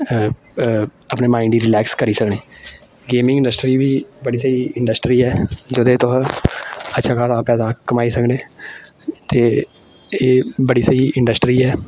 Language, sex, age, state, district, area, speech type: Dogri, male, 18-30, Jammu and Kashmir, Samba, urban, spontaneous